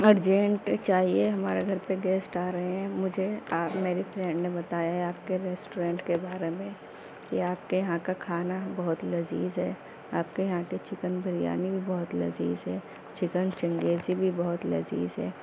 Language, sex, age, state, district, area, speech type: Urdu, female, 18-30, Uttar Pradesh, Gautam Buddha Nagar, rural, spontaneous